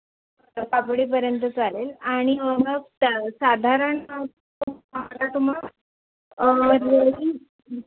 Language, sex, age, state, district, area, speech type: Marathi, female, 30-45, Maharashtra, Palghar, urban, conversation